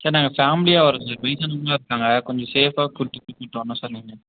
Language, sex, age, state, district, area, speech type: Tamil, male, 45-60, Tamil Nadu, Sivaganga, urban, conversation